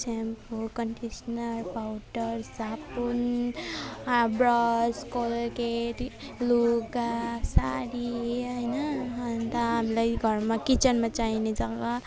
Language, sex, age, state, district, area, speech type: Nepali, female, 30-45, West Bengal, Alipurduar, urban, spontaneous